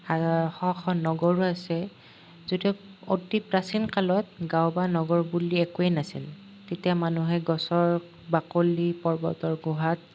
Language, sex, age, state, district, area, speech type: Assamese, male, 18-30, Assam, Nalbari, rural, spontaneous